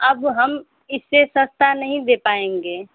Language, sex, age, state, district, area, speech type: Hindi, female, 18-30, Uttar Pradesh, Mau, urban, conversation